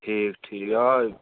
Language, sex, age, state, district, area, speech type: Kashmiri, male, 30-45, Jammu and Kashmir, Srinagar, urban, conversation